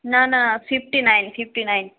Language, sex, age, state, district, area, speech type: Bengali, female, 18-30, West Bengal, Paschim Bardhaman, urban, conversation